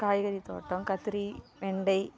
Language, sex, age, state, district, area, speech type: Tamil, female, 45-60, Tamil Nadu, Kallakurichi, urban, spontaneous